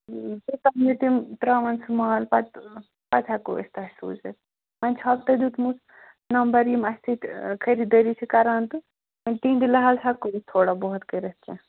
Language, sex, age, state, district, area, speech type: Kashmiri, female, 45-60, Jammu and Kashmir, Ganderbal, rural, conversation